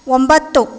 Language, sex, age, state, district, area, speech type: Kannada, female, 30-45, Karnataka, Mandya, rural, read